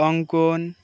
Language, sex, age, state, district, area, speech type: Bengali, male, 18-30, West Bengal, Birbhum, urban, spontaneous